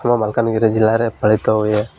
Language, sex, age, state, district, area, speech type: Odia, male, 18-30, Odisha, Malkangiri, urban, spontaneous